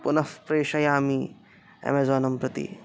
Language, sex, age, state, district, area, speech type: Sanskrit, male, 18-30, Maharashtra, Aurangabad, urban, spontaneous